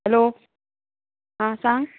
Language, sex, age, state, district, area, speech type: Goan Konkani, female, 45-60, Goa, Murmgao, rural, conversation